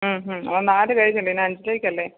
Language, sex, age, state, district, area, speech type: Malayalam, female, 30-45, Kerala, Pathanamthitta, rural, conversation